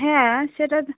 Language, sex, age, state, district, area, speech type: Bengali, female, 45-60, West Bengal, South 24 Parganas, rural, conversation